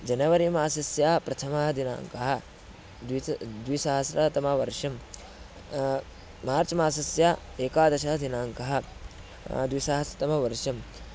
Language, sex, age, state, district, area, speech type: Sanskrit, male, 18-30, Karnataka, Bidar, rural, spontaneous